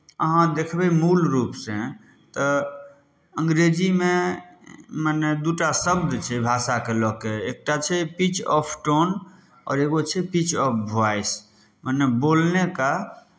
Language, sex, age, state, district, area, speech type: Maithili, male, 30-45, Bihar, Samastipur, urban, spontaneous